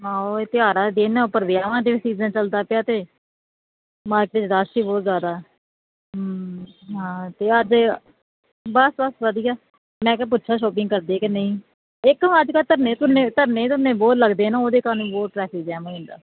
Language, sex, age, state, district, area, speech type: Punjabi, female, 30-45, Punjab, Kapurthala, rural, conversation